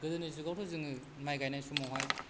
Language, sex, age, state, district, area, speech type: Bodo, male, 30-45, Assam, Kokrajhar, rural, spontaneous